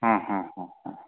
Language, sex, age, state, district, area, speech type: Kannada, male, 45-60, Karnataka, Bellary, rural, conversation